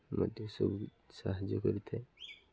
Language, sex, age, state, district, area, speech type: Odia, male, 30-45, Odisha, Nabarangpur, urban, spontaneous